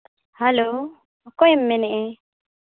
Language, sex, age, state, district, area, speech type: Santali, female, 30-45, Jharkhand, Seraikela Kharsawan, rural, conversation